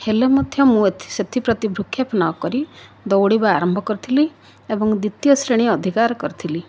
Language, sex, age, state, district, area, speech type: Odia, female, 60+, Odisha, Kandhamal, rural, spontaneous